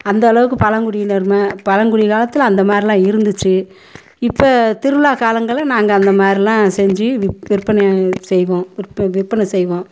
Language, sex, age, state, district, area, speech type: Tamil, female, 60+, Tamil Nadu, Madurai, urban, spontaneous